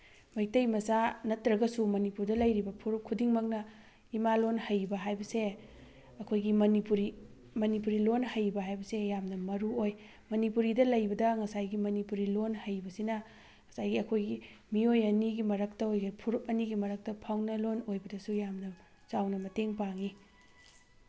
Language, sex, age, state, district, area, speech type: Manipuri, female, 30-45, Manipur, Thoubal, urban, spontaneous